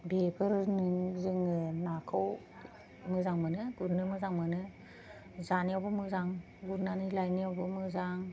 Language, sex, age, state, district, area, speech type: Bodo, female, 45-60, Assam, Kokrajhar, urban, spontaneous